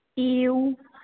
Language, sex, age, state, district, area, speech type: Gujarati, female, 45-60, Gujarat, Mehsana, rural, conversation